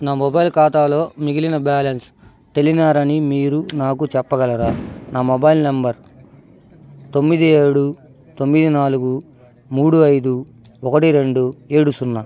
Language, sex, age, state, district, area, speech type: Telugu, male, 30-45, Andhra Pradesh, Bapatla, rural, read